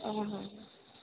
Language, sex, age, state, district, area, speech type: Odia, female, 18-30, Odisha, Sambalpur, rural, conversation